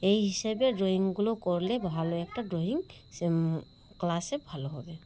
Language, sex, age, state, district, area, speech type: Bengali, female, 30-45, West Bengal, Malda, urban, spontaneous